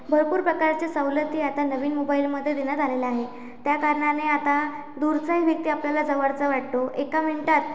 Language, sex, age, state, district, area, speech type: Marathi, female, 18-30, Maharashtra, Amravati, rural, spontaneous